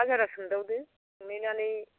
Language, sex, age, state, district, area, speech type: Bodo, female, 45-60, Assam, Baksa, rural, conversation